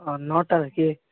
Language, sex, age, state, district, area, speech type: Odia, male, 18-30, Odisha, Koraput, urban, conversation